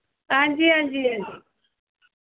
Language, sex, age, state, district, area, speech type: Dogri, female, 30-45, Jammu and Kashmir, Samba, rural, conversation